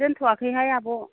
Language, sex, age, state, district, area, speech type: Bodo, female, 18-30, Assam, Baksa, rural, conversation